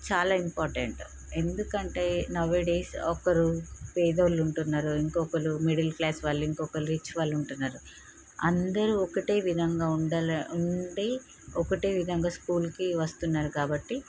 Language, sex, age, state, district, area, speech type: Telugu, female, 30-45, Telangana, Peddapalli, rural, spontaneous